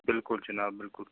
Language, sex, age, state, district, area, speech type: Kashmiri, male, 30-45, Jammu and Kashmir, Srinagar, urban, conversation